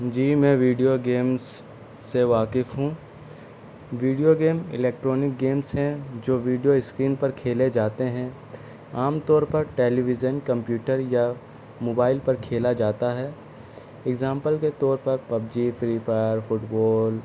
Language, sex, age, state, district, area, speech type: Urdu, male, 18-30, Delhi, South Delhi, urban, spontaneous